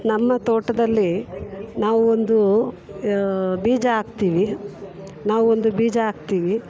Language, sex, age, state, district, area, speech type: Kannada, female, 45-60, Karnataka, Mysore, urban, spontaneous